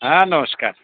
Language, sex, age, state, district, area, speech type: Marathi, male, 45-60, Maharashtra, Osmanabad, rural, conversation